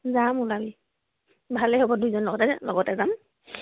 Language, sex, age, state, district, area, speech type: Assamese, female, 18-30, Assam, Sivasagar, rural, conversation